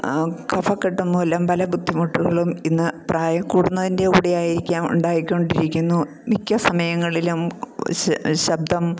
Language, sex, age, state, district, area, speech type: Malayalam, female, 60+, Kerala, Pathanamthitta, rural, spontaneous